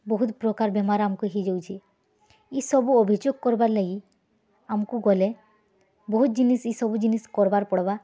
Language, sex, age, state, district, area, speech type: Odia, female, 18-30, Odisha, Bargarh, urban, spontaneous